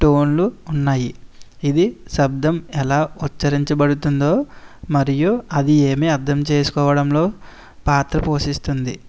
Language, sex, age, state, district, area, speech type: Telugu, male, 18-30, Andhra Pradesh, East Godavari, rural, spontaneous